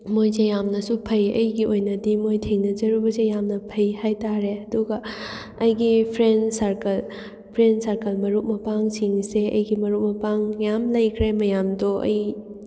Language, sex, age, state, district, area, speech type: Manipuri, female, 18-30, Manipur, Kakching, urban, spontaneous